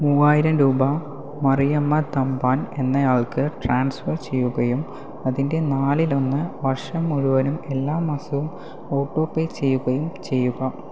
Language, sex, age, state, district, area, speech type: Malayalam, male, 18-30, Kerala, Palakkad, rural, read